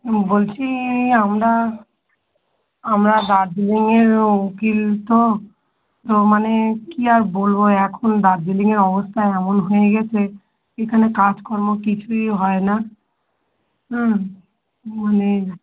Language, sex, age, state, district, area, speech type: Bengali, female, 30-45, West Bengal, Darjeeling, urban, conversation